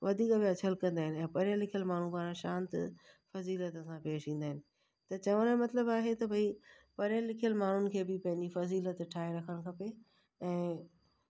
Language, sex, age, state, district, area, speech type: Sindhi, female, 45-60, Gujarat, Kutch, urban, spontaneous